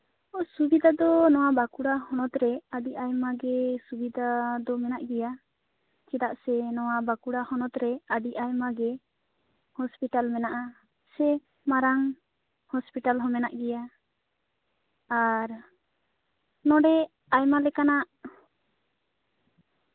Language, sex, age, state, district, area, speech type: Santali, female, 18-30, West Bengal, Bankura, rural, conversation